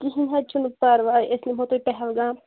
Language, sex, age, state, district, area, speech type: Kashmiri, female, 30-45, Jammu and Kashmir, Shopian, rural, conversation